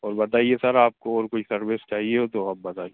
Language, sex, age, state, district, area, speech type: Hindi, male, 18-30, Madhya Pradesh, Hoshangabad, urban, conversation